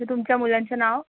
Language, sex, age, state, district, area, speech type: Marathi, female, 18-30, Maharashtra, Nagpur, urban, conversation